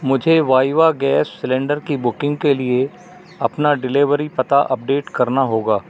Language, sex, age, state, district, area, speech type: Hindi, male, 60+, Madhya Pradesh, Narsinghpur, rural, read